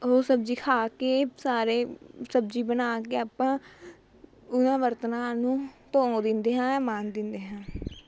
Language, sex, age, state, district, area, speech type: Punjabi, female, 18-30, Punjab, Mohali, rural, spontaneous